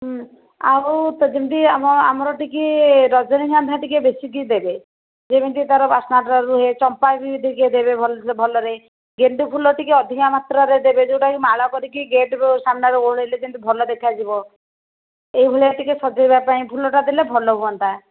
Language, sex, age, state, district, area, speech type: Odia, female, 60+, Odisha, Khordha, rural, conversation